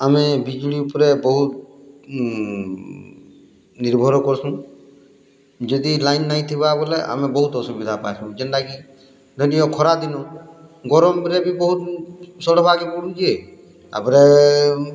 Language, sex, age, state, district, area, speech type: Odia, male, 60+, Odisha, Boudh, rural, spontaneous